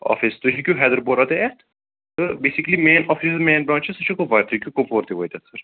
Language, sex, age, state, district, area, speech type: Kashmiri, male, 18-30, Jammu and Kashmir, Kupwara, rural, conversation